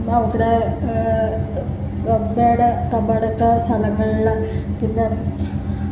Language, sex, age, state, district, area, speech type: Malayalam, female, 18-30, Kerala, Ernakulam, rural, spontaneous